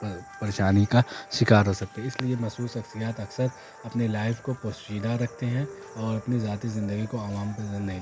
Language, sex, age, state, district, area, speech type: Urdu, male, 18-30, Uttar Pradesh, Azamgarh, urban, spontaneous